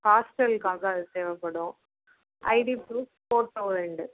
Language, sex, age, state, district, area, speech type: Tamil, female, 18-30, Tamil Nadu, Tiruvarur, rural, conversation